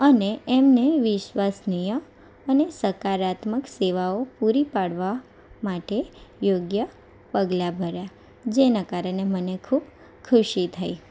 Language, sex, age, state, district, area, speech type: Gujarati, female, 18-30, Gujarat, Anand, urban, spontaneous